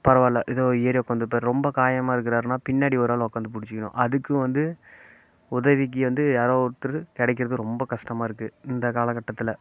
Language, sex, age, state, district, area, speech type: Tamil, male, 30-45, Tamil Nadu, Namakkal, rural, spontaneous